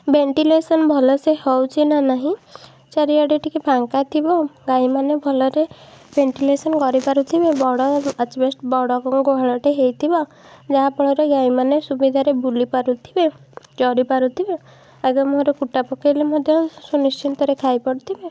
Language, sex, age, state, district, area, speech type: Odia, female, 30-45, Odisha, Puri, urban, spontaneous